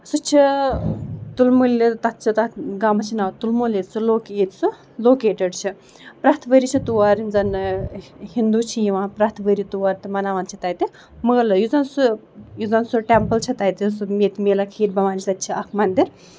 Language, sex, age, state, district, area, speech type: Kashmiri, female, 45-60, Jammu and Kashmir, Ganderbal, rural, spontaneous